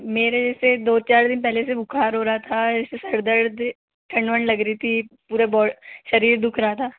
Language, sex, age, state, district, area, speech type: Hindi, female, 18-30, Rajasthan, Jaipur, urban, conversation